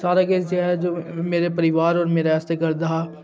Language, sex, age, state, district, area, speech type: Dogri, male, 18-30, Jammu and Kashmir, Udhampur, urban, spontaneous